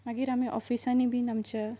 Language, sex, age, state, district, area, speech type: Goan Konkani, female, 18-30, Goa, Pernem, rural, spontaneous